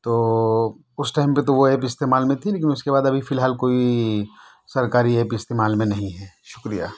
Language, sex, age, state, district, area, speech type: Urdu, male, 30-45, Delhi, South Delhi, urban, spontaneous